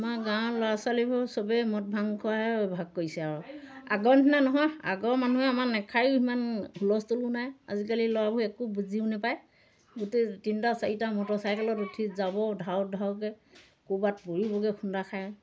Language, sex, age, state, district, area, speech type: Assamese, female, 60+, Assam, Golaghat, rural, spontaneous